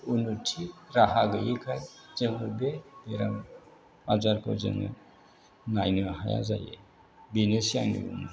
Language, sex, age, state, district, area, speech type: Bodo, male, 60+, Assam, Chirang, rural, spontaneous